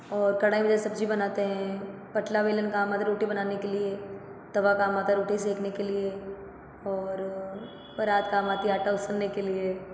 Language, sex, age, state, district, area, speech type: Hindi, female, 30-45, Rajasthan, Jodhpur, urban, spontaneous